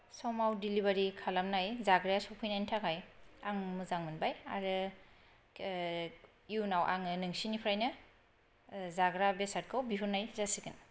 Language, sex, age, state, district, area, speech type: Bodo, female, 30-45, Assam, Kokrajhar, rural, spontaneous